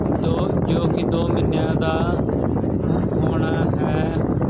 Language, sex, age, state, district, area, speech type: Punjabi, male, 18-30, Punjab, Muktsar, urban, spontaneous